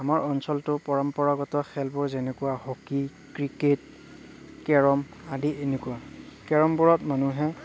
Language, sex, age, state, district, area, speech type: Assamese, male, 45-60, Assam, Darrang, rural, spontaneous